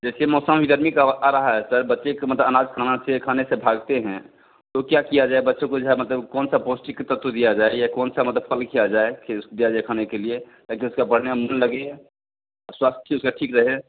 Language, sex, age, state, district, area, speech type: Hindi, male, 45-60, Bihar, Begusarai, rural, conversation